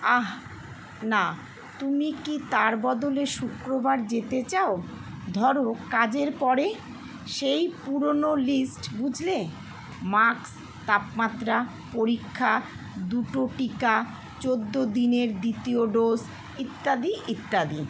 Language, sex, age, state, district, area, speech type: Bengali, female, 45-60, West Bengal, Kolkata, urban, read